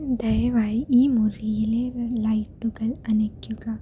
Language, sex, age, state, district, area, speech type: Malayalam, female, 18-30, Kerala, Palakkad, rural, read